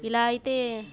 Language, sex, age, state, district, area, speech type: Telugu, female, 18-30, Andhra Pradesh, Bapatla, urban, spontaneous